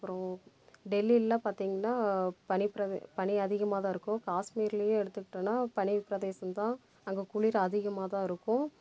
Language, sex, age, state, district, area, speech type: Tamil, female, 30-45, Tamil Nadu, Namakkal, rural, spontaneous